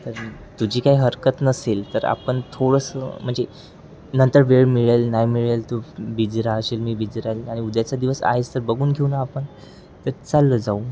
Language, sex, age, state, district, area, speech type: Marathi, male, 18-30, Maharashtra, Wardha, urban, spontaneous